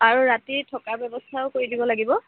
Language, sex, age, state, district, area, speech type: Assamese, female, 45-60, Assam, Tinsukia, rural, conversation